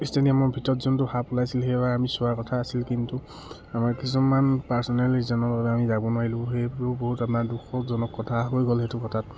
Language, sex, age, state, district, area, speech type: Assamese, male, 30-45, Assam, Charaideo, urban, spontaneous